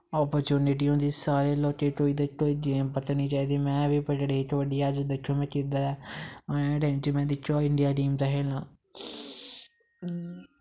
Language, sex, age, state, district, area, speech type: Dogri, male, 18-30, Jammu and Kashmir, Samba, rural, spontaneous